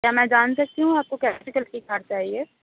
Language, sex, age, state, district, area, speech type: Urdu, female, 30-45, Uttar Pradesh, Aligarh, rural, conversation